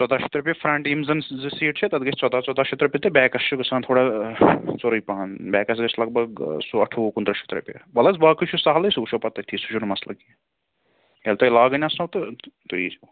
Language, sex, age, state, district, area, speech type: Kashmiri, male, 30-45, Jammu and Kashmir, Srinagar, urban, conversation